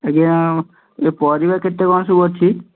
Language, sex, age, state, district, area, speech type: Odia, male, 18-30, Odisha, Puri, urban, conversation